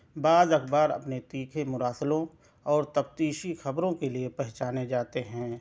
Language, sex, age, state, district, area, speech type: Urdu, male, 30-45, Delhi, South Delhi, urban, spontaneous